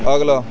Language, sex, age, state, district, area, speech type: Punjabi, male, 30-45, Punjab, Mansa, urban, read